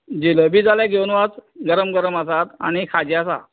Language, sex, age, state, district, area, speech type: Goan Konkani, male, 45-60, Goa, Canacona, rural, conversation